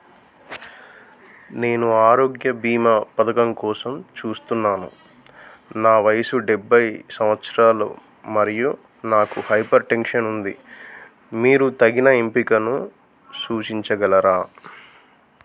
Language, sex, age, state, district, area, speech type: Telugu, male, 30-45, Telangana, Adilabad, rural, read